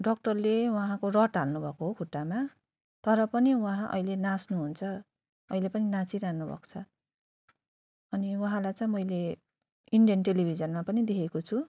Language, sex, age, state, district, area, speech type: Nepali, female, 30-45, West Bengal, Darjeeling, rural, spontaneous